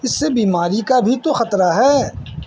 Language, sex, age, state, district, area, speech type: Urdu, male, 60+, Bihar, Madhubani, rural, spontaneous